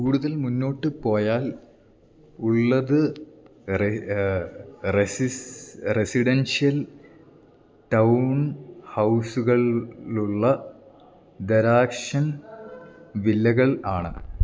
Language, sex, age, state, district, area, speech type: Malayalam, male, 18-30, Kerala, Idukki, rural, read